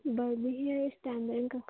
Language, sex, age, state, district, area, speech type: Manipuri, female, 18-30, Manipur, Kangpokpi, urban, conversation